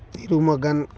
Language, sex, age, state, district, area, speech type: Telugu, male, 30-45, Andhra Pradesh, Bapatla, urban, spontaneous